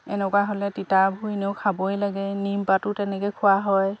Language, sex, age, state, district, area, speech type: Assamese, female, 30-45, Assam, Dhemaji, urban, spontaneous